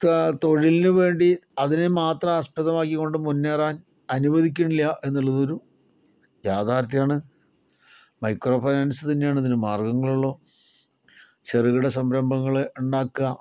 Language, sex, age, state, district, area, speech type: Malayalam, male, 60+, Kerala, Palakkad, rural, spontaneous